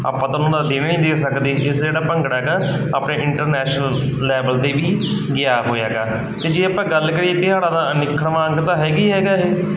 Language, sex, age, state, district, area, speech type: Punjabi, male, 45-60, Punjab, Barnala, rural, spontaneous